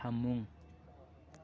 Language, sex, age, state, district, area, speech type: Manipuri, male, 18-30, Manipur, Thoubal, rural, read